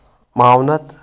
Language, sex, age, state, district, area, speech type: Kashmiri, male, 30-45, Jammu and Kashmir, Anantnag, rural, spontaneous